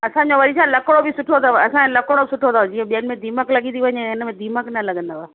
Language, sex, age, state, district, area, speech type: Sindhi, female, 45-60, Gujarat, Kutch, rural, conversation